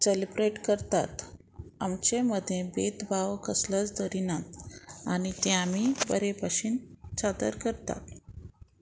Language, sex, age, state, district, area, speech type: Goan Konkani, female, 30-45, Goa, Murmgao, rural, spontaneous